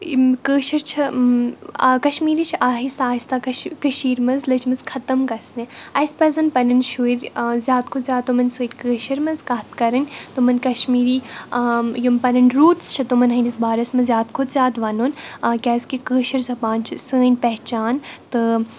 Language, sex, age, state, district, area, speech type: Kashmiri, female, 18-30, Jammu and Kashmir, Baramulla, rural, spontaneous